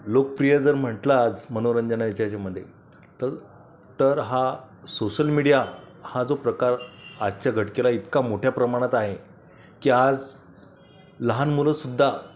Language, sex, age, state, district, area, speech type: Marathi, male, 45-60, Maharashtra, Buldhana, rural, spontaneous